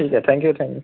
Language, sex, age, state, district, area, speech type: Marathi, male, 18-30, Maharashtra, Akola, urban, conversation